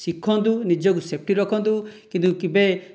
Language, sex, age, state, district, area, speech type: Odia, male, 18-30, Odisha, Dhenkanal, rural, spontaneous